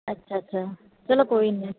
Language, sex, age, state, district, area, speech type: Punjabi, female, 30-45, Punjab, Kapurthala, rural, conversation